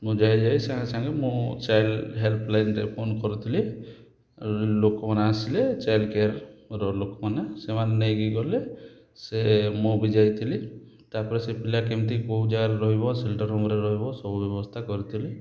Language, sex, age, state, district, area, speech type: Odia, male, 30-45, Odisha, Kalahandi, rural, spontaneous